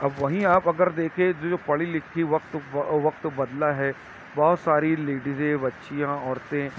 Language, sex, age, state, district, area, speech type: Urdu, male, 30-45, Maharashtra, Nashik, urban, spontaneous